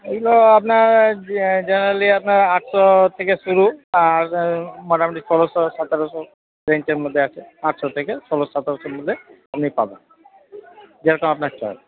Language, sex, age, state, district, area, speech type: Bengali, male, 30-45, West Bengal, Paschim Bardhaman, urban, conversation